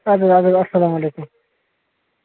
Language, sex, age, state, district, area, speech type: Kashmiri, male, 30-45, Jammu and Kashmir, Bandipora, rural, conversation